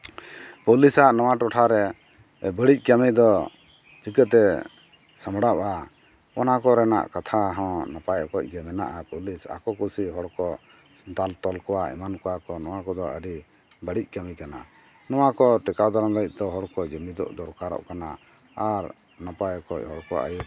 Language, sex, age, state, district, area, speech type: Santali, male, 45-60, Jharkhand, East Singhbhum, rural, spontaneous